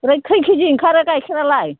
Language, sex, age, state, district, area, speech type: Bodo, female, 60+, Assam, Udalguri, rural, conversation